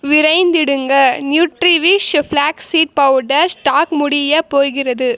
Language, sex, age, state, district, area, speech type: Tamil, female, 18-30, Tamil Nadu, Krishnagiri, rural, read